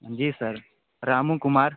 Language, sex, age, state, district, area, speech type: Hindi, male, 45-60, Uttar Pradesh, Sonbhadra, rural, conversation